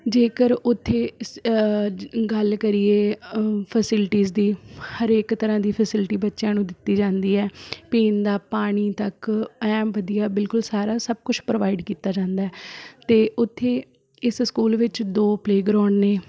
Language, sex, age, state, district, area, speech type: Punjabi, female, 18-30, Punjab, Shaheed Bhagat Singh Nagar, rural, spontaneous